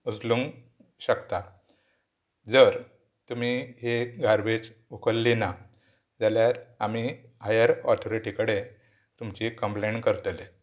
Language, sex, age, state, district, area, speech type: Goan Konkani, male, 60+, Goa, Pernem, rural, spontaneous